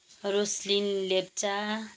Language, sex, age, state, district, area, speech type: Nepali, female, 30-45, West Bengal, Kalimpong, rural, spontaneous